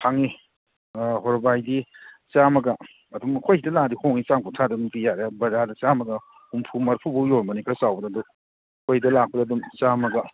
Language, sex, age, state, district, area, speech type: Manipuri, male, 60+, Manipur, Thoubal, rural, conversation